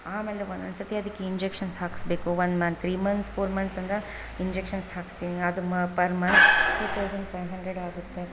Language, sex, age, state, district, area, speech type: Kannada, female, 30-45, Karnataka, Bangalore Rural, rural, spontaneous